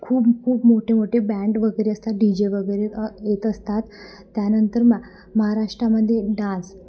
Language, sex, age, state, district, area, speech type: Marathi, female, 18-30, Maharashtra, Wardha, urban, spontaneous